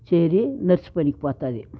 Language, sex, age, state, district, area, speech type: Telugu, female, 60+, Andhra Pradesh, Sri Balaji, urban, spontaneous